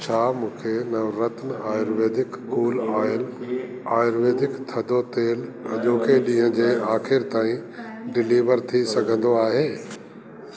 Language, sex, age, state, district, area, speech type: Sindhi, male, 60+, Delhi, South Delhi, urban, read